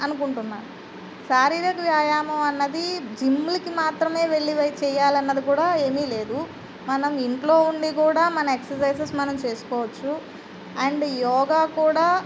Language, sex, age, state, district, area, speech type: Telugu, female, 45-60, Andhra Pradesh, Eluru, urban, spontaneous